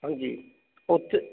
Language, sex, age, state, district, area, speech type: Punjabi, male, 30-45, Punjab, Fatehgarh Sahib, rural, conversation